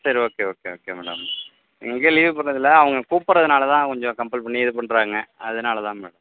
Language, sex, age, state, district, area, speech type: Tamil, male, 45-60, Tamil Nadu, Mayiladuthurai, rural, conversation